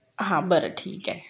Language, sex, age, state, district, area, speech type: Marathi, female, 30-45, Maharashtra, Bhandara, urban, spontaneous